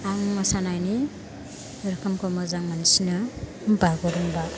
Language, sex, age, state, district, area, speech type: Bodo, female, 18-30, Assam, Chirang, rural, spontaneous